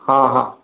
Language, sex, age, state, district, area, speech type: Gujarati, male, 30-45, Gujarat, Morbi, rural, conversation